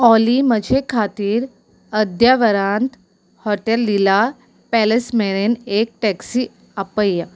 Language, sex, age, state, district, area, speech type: Goan Konkani, female, 30-45, Goa, Salcete, rural, read